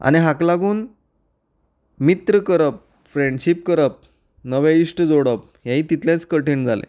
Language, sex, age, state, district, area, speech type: Goan Konkani, male, 30-45, Goa, Canacona, rural, spontaneous